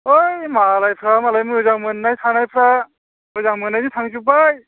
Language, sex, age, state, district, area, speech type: Bodo, male, 45-60, Assam, Baksa, rural, conversation